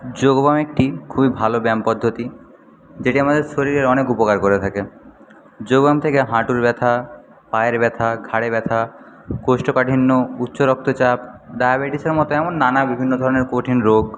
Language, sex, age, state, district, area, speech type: Bengali, male, 60+, West Bengal, Paschim Medinipur, rural, spontaneous